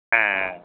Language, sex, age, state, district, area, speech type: Tamil, male, 45-60, Tamil Nadu, Thanjavur, rural, conversation